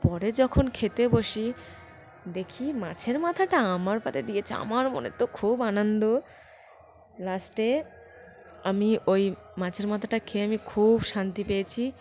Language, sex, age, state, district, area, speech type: Bengali, female, 18-30, West Bengal, Birbhum, urban, spontaneous